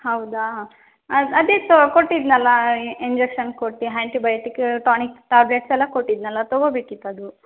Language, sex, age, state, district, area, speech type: Kannada, female, 18-30, Karnataka, Davanagere, rural, conversation